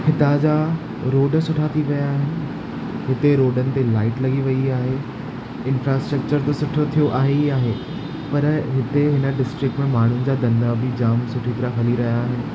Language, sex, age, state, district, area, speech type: Sindhi, male, 18-30, Maharashtra, Thane, urban, spontaneous